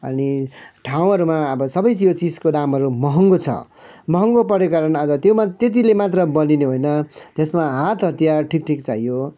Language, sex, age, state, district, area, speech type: Nepali, male, 45-60, West Bengal, Kalimpong, rural, spontaneous